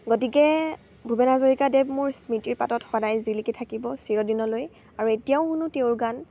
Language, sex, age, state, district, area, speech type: Assamese, female, 18-30, Assam, Dibrugarh, rural, spontaneous